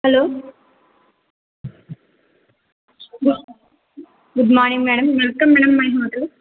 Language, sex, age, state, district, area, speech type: Telugu, female, 18-30, Andhra Pradesh, Anantapur, urban, conversation